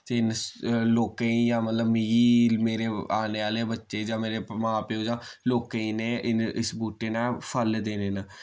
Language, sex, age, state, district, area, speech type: Dogri, male, 18-30, Jammu and Kashmir, Samba, rural, spontaneous